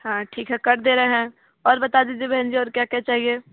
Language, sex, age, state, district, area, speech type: Hindi, female, 30-45, Uttar Pradesh, Sonbhadra, rural, conversation